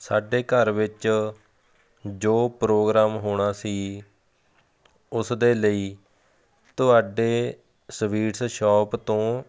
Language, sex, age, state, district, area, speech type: Punjabi, male, 30-45, Punjab, Fatehgarh Sahib, rural, spontaneous